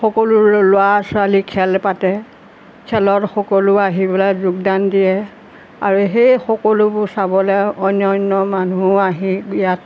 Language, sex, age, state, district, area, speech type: Assamese, female, 60+, Assam, Golaghat, urban, spontaneous